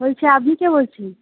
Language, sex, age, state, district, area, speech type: Bengali, female, 18-30, West Bengal, Howrah, urban, conversation